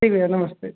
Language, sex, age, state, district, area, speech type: Hindi, male, 18-30, Uttar Pradesh, Azamgarh, rural, conversation